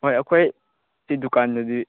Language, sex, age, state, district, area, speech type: Manipuri, male, 18-30, Manipur, Chandel, rural, conversation